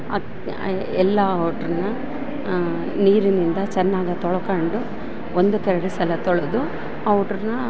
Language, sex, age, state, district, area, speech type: Kannada, female, 45-60, Karnataka, Bellary, urban, spontaneous